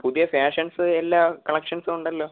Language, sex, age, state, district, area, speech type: Malayalam, male, 18-30, Kerala, Kollam, rural, conversation